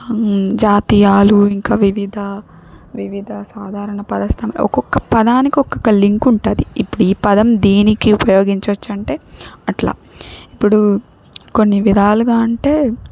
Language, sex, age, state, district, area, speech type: Telugu, female, 18-30, Telangana, Siddipet, rural, spontaneous